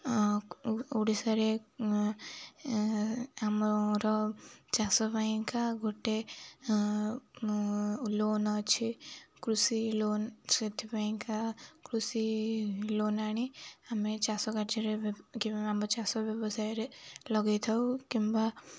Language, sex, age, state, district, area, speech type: Odia, female, 18-30, Odisha, Jagatsinghpur, urban, spontaneous